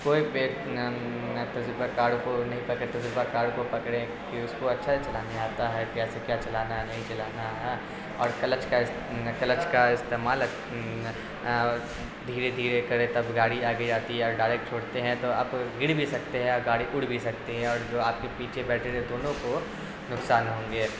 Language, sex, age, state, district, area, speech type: Urdu, male, 18-30, Bihar, Darbhanga, urban, spontaneous